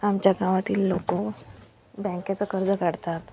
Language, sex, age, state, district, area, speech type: Marathi, female, 45-60, Maharashtra, Washim, rural, spontaneous